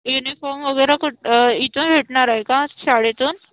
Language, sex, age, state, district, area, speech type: Marathi, female, 30-45, Maharashtra, Nagpur, urban, conversation